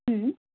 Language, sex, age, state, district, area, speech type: Kannada, female, 18-30, Karnataka, Tumkur, rural, conversation